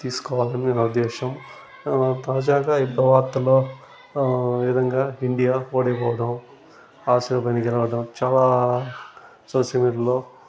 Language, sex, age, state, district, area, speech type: Telugu, male, 30-45, Andhra Pradesh, Sri Balaji, urban, spontaneous